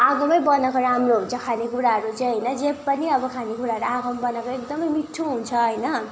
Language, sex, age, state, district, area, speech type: Nepali, female, 18-30, West Bengal, Darjeeling, rural, spontaneous